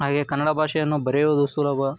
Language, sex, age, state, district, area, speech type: Kannada, male, 18-30, Karnataka, Koppal, rural, spontaneous